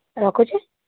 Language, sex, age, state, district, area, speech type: Odia, female, 45-60, Odisha, Sambalpur, rural, conversation